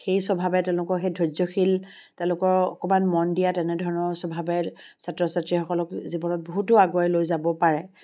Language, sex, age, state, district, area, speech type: Assamese, female, 45-60, Assam, Charaideo, urban, spontaneous